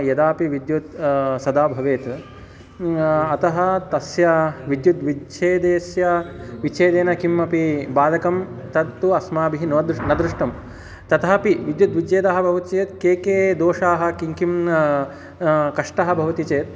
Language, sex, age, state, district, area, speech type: Sanskrit, male, 30-45, Telangana, Hyderabad, urban, spontaneous